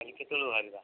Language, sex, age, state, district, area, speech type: Odia, male, 18-30, Odisha, Ganjam, urban, conversation